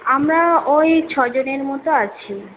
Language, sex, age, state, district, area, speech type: Bengali, female, 18-30, West Bengal, Kolkata, urban, conversation